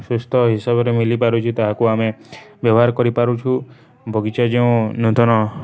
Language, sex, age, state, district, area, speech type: Odia, male, 30-45, Odisha, Balangir, urban, spontaneous